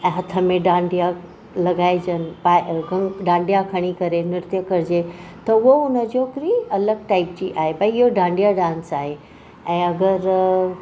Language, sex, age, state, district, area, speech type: Sindhi, female, 45-60, Maharashtra, Mumbai Suburban, urban, spontaneous